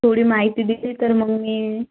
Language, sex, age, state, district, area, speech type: Marathi, female, 18-30, Maharashtra, Wardha, urban, conversation